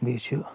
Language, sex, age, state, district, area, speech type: Kashmiri, male, 30-45, Jammu and Kashmir, Anantnag, rural, spontaneous